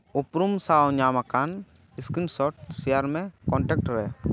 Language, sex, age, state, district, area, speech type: Santali, male, 18-30, West Bengal, Jhargram, rural, read